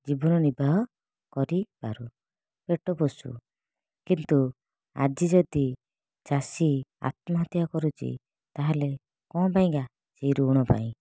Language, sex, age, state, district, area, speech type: Odia, female, 30-45, Odisha, Kalahandi, rural, spontaneous